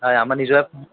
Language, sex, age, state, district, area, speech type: Assamese, male, 45-60, Assam, Morigaon, rural, conversation